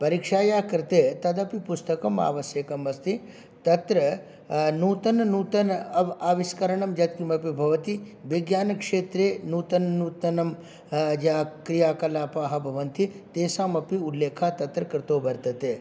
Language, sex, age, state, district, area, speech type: Sanskrit, male, 45-60, Bihar, Darbhanga, urban, spontaneous